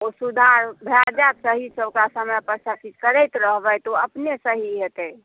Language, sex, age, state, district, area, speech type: Maithili, female, 60+, Bihar, Saharsa, rural, conversation